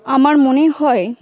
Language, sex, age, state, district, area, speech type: Bengali, female, 18-30, West Bengal, Hooghly, urban, spontaneous